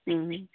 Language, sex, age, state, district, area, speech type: Maithili, female, 60+, Bihar, Araria, rural, conversation